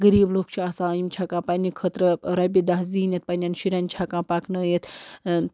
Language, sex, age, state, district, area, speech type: Kashmiri, female, 18-30, Jammu and Kashmir, Baramulla, rural, spontaneous